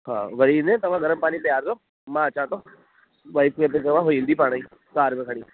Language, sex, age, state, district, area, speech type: Sindhi, male, 18-30, Delhi, South Delhi, urban, conversation